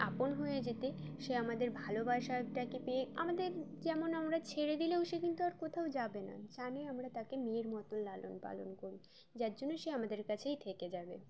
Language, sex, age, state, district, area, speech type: Bengali, female, 18-30, West Bengal, Uttar Dinajpur, urban, spontaneous